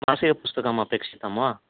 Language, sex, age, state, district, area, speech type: Sanskrit, male, 30-45, Karnataka, Uttara Kannada, rural, conversation